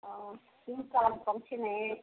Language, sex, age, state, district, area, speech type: Tamil, female, 30-45, Tamil Nadu, Tirupattur, rural, conversation